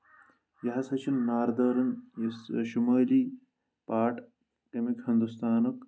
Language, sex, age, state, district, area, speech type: Kashmiri, male, 18-30, Jammu and Kashmir, Kulgam, rural, spontaneous